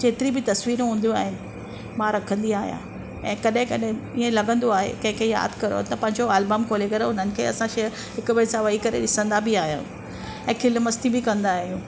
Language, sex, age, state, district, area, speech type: Sindhi, female, 45-60, Maharashtra, Mumbai Suburban, urban, spontaneous